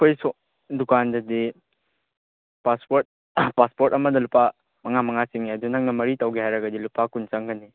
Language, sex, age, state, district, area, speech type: Manipuri, male, 18-30, Manipur, Chandel, rural, conversation